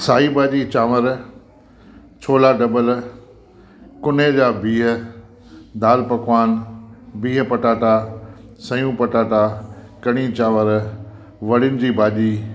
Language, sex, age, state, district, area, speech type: Sindhi, male, 60+, Gujarat, Kutch, urban, spontaneous